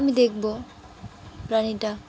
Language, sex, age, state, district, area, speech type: Bengali, female, 30-45, West Bengal, Dakshin Dinajpur, urban, spontaneous